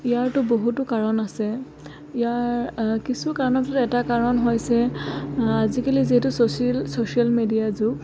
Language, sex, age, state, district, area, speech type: Assamese, female, 18-30, Assam, Dhemaji, rural, spontaneous